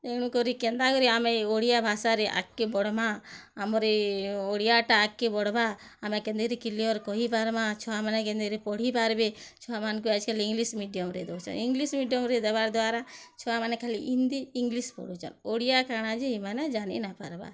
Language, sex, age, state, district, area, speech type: Odia, female, 30-45, Odisha, Bargarh, urban, spontaneous